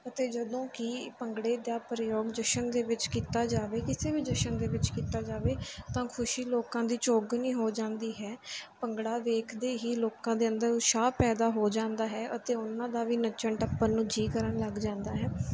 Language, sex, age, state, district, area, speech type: Punjabi, female, 18-30, Punjab, Mansa, urban, spontaneous